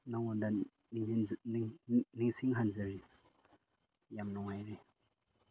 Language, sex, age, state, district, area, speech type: Manipuri, male, 30-45, Manipur, Chandel, rural, spontaneous